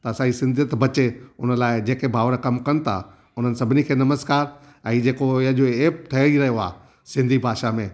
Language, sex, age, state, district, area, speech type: Sindhi, male, 60+, Gujarat, Junagadh, rural, spontaneous